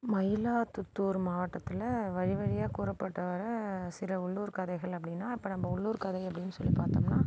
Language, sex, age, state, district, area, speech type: Tamil, female, 45-60, Tamil Nadu, Mayiladuthurai, urban, spontaneous